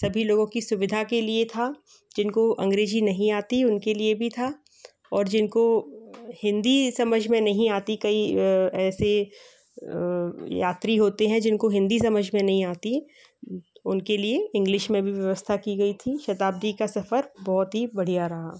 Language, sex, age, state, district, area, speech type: Hindi, female, 45-60, Madhya Pradesh, Gwalior, urban, spontaneous